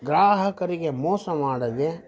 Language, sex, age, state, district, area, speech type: Kannada, male, 60+, Karnataka, Vijayanagara, rural, spontaneous